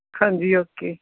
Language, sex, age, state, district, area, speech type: Punjabi, male, 18-30, Punjab, Tarn Taran, rural, conversation